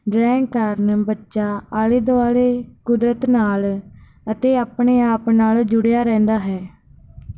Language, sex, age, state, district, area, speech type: Punjabi, female, 18-30, Punjab, Barnala, rural, spontaneous